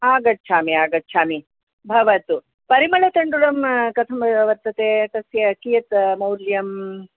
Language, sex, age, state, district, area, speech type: Sanskrit, female, 60+, Karnataka, Mysore, urban, conversation